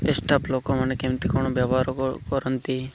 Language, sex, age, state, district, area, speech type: Odia, male, 18-30, Odisha, Malkangiri, urban, spontaneous